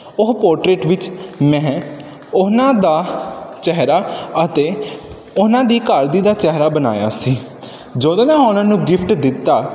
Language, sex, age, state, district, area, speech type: Punjabi, male, 18-30, Punjab, Pathankot, rural, spontaneous